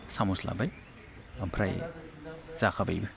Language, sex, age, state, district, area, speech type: Bodo, male, 18-30, Assam, Baksa, rural, spontaneous